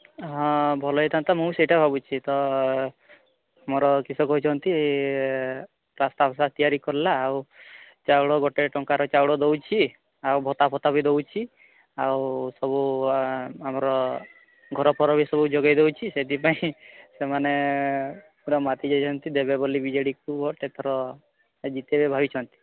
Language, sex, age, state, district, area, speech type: Odia, male, 18-30, Odisha, Mayurbhanj, rural, conversation